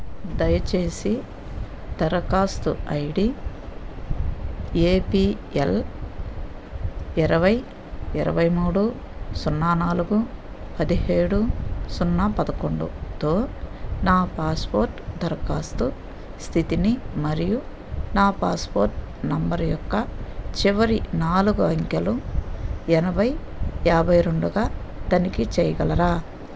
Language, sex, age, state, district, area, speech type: Telugu, female, 60+, Andhra Pradesh, Nellore, rural, read